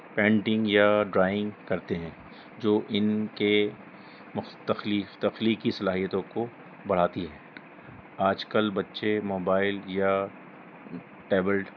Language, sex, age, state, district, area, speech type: Urdu, male, 30-45, Delhi, North East Delhi, urban, spontaneous